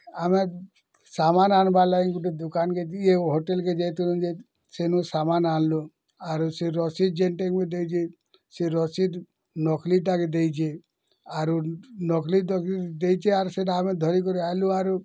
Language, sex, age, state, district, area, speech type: Odia, male, 60+, Odisha, Bargarh, urban, spontaneous